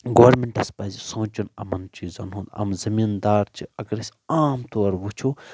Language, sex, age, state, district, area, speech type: Kashmiri, male, 18-30, Jammu and Kashmir, Baramulla, rural, spontaneous